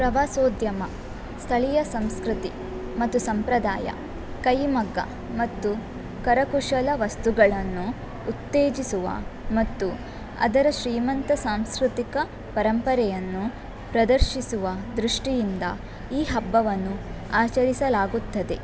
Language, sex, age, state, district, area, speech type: Kannada, female, 18-30, Karnataka, Udupi, rural, read